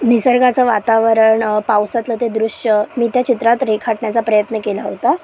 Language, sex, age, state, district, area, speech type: Marathi, female, 18-30, Maharashtra, Solapur, urban, spontaneous